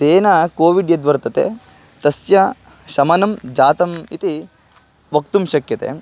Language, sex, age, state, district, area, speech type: Sanskrit, male, 18-30, Karnataka, Bangalore Rural, rural, spontaneous